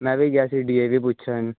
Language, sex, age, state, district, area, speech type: Punjabi, male, 18-30, Punjab, Hoshiarpur, urban, conversation